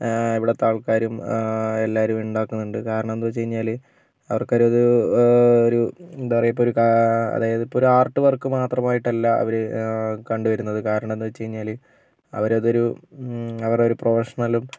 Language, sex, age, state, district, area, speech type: Malayalam, male, 30-45, Kerala, Kozhikode, urban, spontaneous